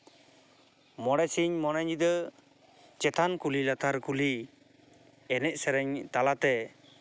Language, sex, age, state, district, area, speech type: Santali, male, 30-45, West Bengal, Jhargram, rural, spontaneous